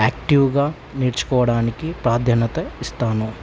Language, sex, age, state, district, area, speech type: Telugu, male, 18-30, Telangana, Nagarkurnool, rural, spontaneous